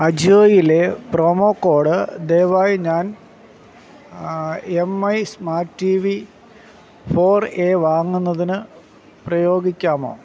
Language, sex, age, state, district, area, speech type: Malayalam, male, 45-60, Kerala, Alappuzha, rural, read